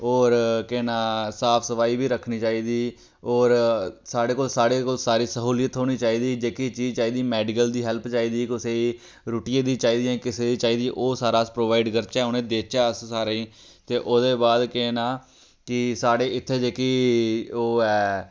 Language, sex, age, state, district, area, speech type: Dogri, male, 30-45, Jammu and Kashmir, Reasi, rural, spontaneous